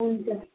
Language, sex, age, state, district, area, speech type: Nepali, female, 18-30, West Bengal, Darjeeling, rural, conversation